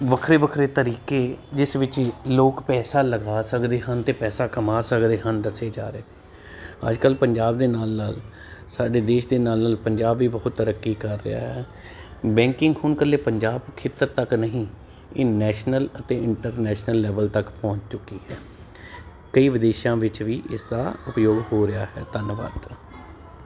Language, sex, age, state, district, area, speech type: Punjabi, male, 30-45, Punjab, Jalandhar, urban, spontaneous